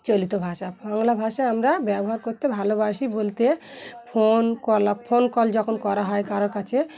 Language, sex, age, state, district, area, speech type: Bengali, female, 30-45, West Bengal, Dakshin Dinajpur, urban, spontaneous